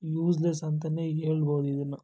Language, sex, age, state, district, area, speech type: Kannada, male, 45-60, Karnataka, Kolar, rural, spontaneous